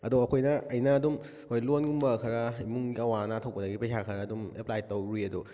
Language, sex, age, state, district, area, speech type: Manipuri, male, 18-30, Manipur, Kakching, rural, spontaneous